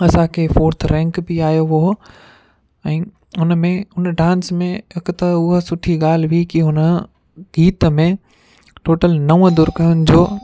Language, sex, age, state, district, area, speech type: Sindhi, male, 30-45, Gujarat, Kutch, urban, spontaneous